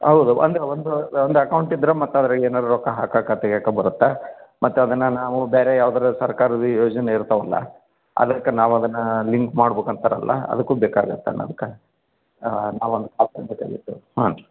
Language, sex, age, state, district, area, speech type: Kannada, male, 45-60, Karnataka, Koppal, rural, conversation